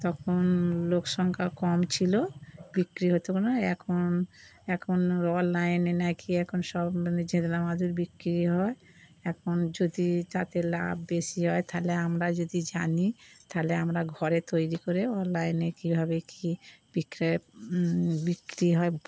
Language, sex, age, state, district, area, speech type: Bengali, female, 60+, West Bengal, Darjeeling, rural, spontaneous